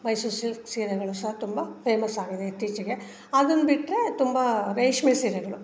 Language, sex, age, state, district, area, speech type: Kannada, female, 60+, Karnataka, Mandya, rural, spontaneous